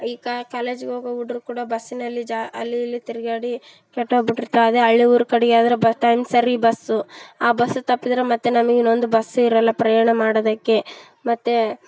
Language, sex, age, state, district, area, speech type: Kannada, female, 18-30, Karnataka, Vijayanagara, rural, spontaneous